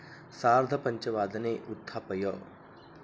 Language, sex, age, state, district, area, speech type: Sanskrit, male, 30-45, Maharashtra, Nagpur, urban, read